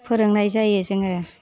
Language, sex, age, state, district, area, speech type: Bodo, female, 60+, Assam, Kokrajhar, rural, spontaneous